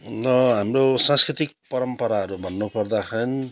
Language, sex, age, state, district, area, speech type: Nepali, male, 45-60, West Bengal, Kalimpong, rural, spontaneous